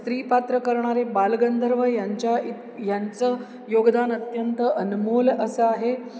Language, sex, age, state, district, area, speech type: Marathi, female, 60+, Maharashtra, Ahmednagar, urban, spontaneous